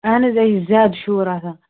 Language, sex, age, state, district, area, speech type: Kashmiri, male, 18-30, Jammu and Kashmir, Kupwara, rural, conversation